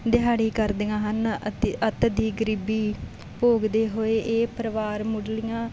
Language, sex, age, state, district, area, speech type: Punjabi, female, 18-30, Punjab, Bathinda, rural, spontaneous